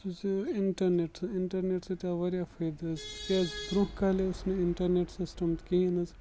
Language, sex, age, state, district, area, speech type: Kashmiri, male, 45-60, Jammu and Kashmir, Bandipora, rural, spontaneous